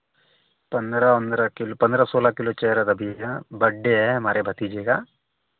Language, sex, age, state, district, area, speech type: Hindi, male, 18-30, Uttar Pradesh, Varanasi, rural, conversation